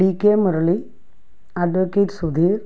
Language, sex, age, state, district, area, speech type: Malayalam, female, 60+, Kerala, Thiruvananthapuram, rural, spontaneous